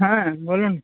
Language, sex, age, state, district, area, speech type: Bengali, male, 45-60, West Bengal, Uttar Dinajpur, urban, conversation